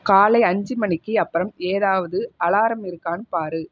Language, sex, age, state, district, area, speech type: Tamil, female, 30-45, Tamil Nadu, Viluppuram, urban, read